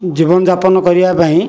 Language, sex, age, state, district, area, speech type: Odia, male, 60+, Odisha, Jajpur, rural, spontaneous